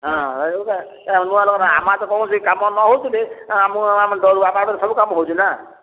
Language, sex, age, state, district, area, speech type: Odia, male, 60+, Odisha, Gajapati, rural, conversation